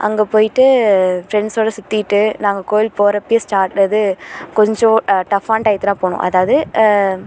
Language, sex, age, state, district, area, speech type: Tamil, female, 18-30, Tamil Nadu, Thanjavur, urban, spontaneous